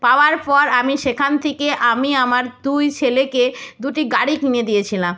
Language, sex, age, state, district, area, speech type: Bengali, female, 60+, West Bengal, Nadia, rural, spontaneous